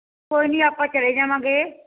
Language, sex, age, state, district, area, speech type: Punjabi, female, 45-60, Punjab, Firozpur, rural, conversation